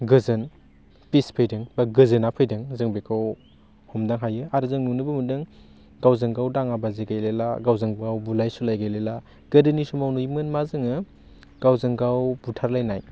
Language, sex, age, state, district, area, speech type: Bodo, male, 18-30, Assam, Baksa, rural, spontaneous